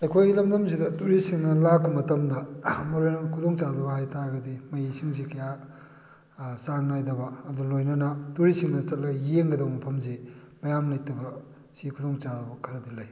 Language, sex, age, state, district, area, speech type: Manipuri, male, 60+, Manipur, Kakching, rural, spontaneous